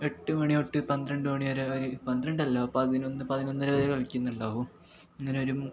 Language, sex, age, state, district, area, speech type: Malayalam, male, 18-30, Kerala, Kasaragod, rural, spontaneous